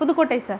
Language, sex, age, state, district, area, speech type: Tamil, female, 45-60, Tamil Nadu, Pudukkottai, rural, spontaneous